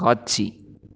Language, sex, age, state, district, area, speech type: Tamil, male, 18-30, Tamil Nadu, Erode, urban, read